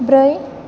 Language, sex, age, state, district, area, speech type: Bodo, female, 18-30, Assam, Chirang, urban, read